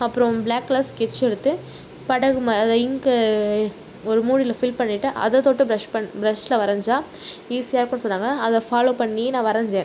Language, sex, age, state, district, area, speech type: Tamil, female, 18-30, Tamil Nadu, Tiruchirappalli, rural, spontaneous